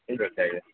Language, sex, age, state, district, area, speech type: Odia, male, 45-60, Odisha, Sambalpur, rural, conversation